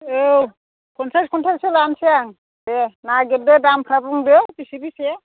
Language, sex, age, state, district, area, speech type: Bodo, female, 45-60, Assam, Chirang, rural, conversation